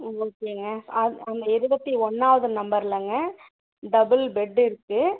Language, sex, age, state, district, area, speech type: Tamil, female, 45-60, Tamil Nadu, Dharmapuri, rural, conversation